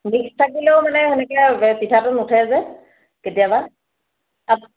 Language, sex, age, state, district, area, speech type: Assamese, female, 30-45, Assam, Dhemaji, urban, conversation